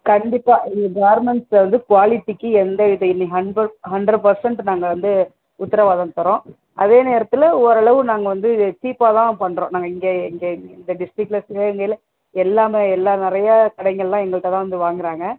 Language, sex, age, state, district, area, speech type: Tamil, female, 60+, Tamil Nadu, Sivaganga, rural, conversation